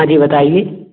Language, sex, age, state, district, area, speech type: Hindi, male, 18-30, Madhya Pradesh, Gwalior, rural, conversation